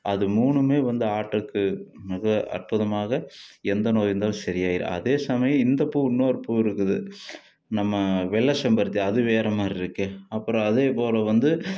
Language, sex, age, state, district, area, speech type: Tamil, male, 60+, Tamil Nadu, Tiruppur, urban, spontaneous